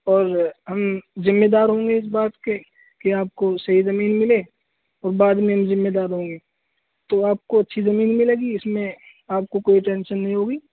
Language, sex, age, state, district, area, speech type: Urdu, male, 18-30, Uttar Pradesh, Saharanpur, urban, conversation